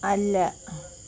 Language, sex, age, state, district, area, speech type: Malayalam, female, 45-60, Kerala, Kollam, rural, read